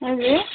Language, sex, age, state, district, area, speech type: Nepali, female, 30-45, West Bengal, Jalpaiguri, rural, conversation